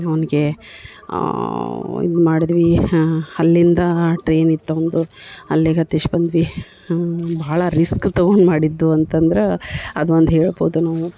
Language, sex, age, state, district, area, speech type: Kannada, female, 60+, Karnataka, Dharwad, rural, spontaneous